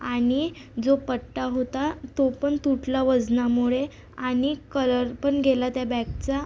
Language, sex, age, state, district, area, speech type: Marathi, female, 18-30, Maharashtra, Amravati, rural, spontaneous